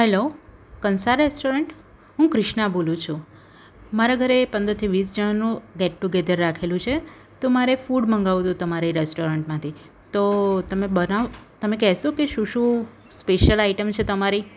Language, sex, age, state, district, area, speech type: Gujarati, female, 30-45, Gujarat, Surat, urban, spontaneous